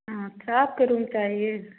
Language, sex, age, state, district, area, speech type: Hindi, female, 30-45, Uttar Pradesh, Prayagraj, rural, conversation